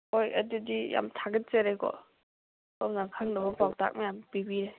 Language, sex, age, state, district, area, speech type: Manipuri, female, 18-30, Manipur, Senapati, rural, conversation